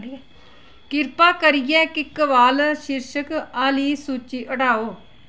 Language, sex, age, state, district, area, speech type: Dogri, female, 45-60, Jammu and Kashmir, Udhampur, rural, read